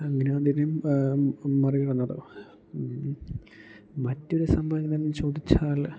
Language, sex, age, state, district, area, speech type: Malayalam, male, 18-30, Kerala, Idukki, rural, spontaneous